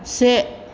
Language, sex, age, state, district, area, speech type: Bodo, female, 60+, Assam, Chirang, rural, read